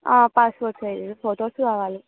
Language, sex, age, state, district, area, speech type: Telugu, female, 18-30, Telangana, Nizamabad, urban, conversation